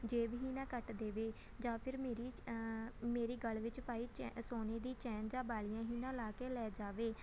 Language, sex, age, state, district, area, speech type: Punjabi, female, 18-30, Punjab, Shaheed Bhagat Singh Nagar, urban, spontaneous